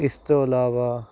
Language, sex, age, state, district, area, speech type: Punjabi, male, 30-45, Punjab, Hoshiarpur, rural, spontaneous